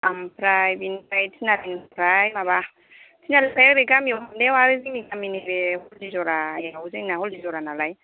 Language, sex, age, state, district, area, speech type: Bodo, female, 30-45, Assam, Kokrajhar, urban, conversation